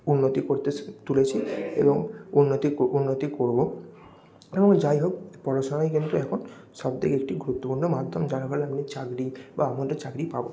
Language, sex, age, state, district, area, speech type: Bengali, male, 18-30, West Bengal, Bankura, urban, spontaneous